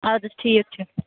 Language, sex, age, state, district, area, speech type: Kashmiri, female, 30-45, Jammu and Kashmir, Budgam, rural, conversation